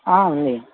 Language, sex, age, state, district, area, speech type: Telugu, male, 18-30, Telangana, Mancherial, urban, conversation